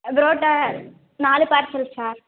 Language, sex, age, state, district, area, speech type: Tamil, female, 18-30, Tamil Nadu, Theni, rural, conversation